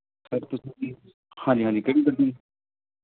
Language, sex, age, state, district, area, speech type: Punjabi, male, 30-45, Punjab, Mohali, urban, conversation